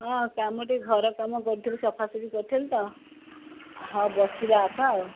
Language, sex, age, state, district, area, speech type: Odia, female, 60+, Odisha, Jagatsinghpur, rural, conversation